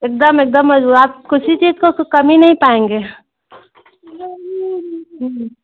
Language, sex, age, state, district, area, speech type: Hindi, female, 30-45, Uttar Pradesh, Bhadohi, rural, conversation